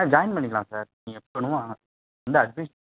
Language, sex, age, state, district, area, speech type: Tamil, male, 18-30, Tamil Nadu, Tiruvarur, rural, conversation